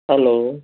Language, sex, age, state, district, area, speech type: Nepali, male, 45-60, West Bengal, Kalimpong, rural, conversation